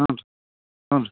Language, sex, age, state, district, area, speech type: Kannada, male, 45-60, Karnataka, Dharwad, rural, conversation